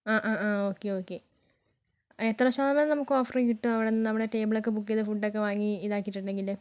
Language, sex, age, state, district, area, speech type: Malayalam, female, 45-60, Kerala, Wayanad, rural, spontaneous